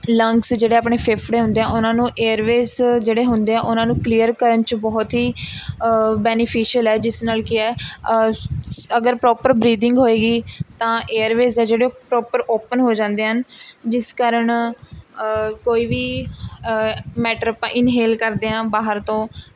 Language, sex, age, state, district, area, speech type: Punjabi, female, 18-30, Punjab, Mohali, rural, spontaneous